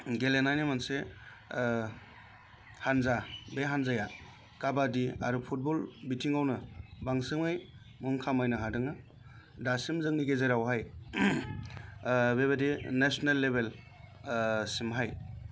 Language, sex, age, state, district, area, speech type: Bodo, male, 30-45, Assam, Baksa, urban, spontaneous